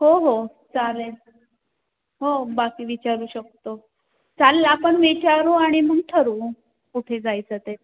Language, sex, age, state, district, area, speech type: Marathi, female, 30-45, Maharashtra, Pune, urban, conversation